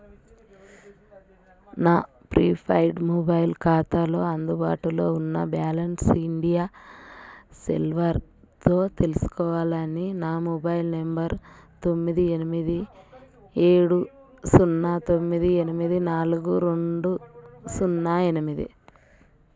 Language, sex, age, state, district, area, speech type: Telugu, female, 30-45, Telangana, Warangal, rural, read